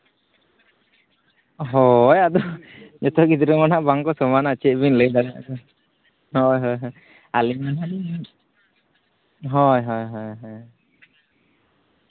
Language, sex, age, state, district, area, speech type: Santali, male, 18-30, Jharkhand, East Singhbhum, rural, conversation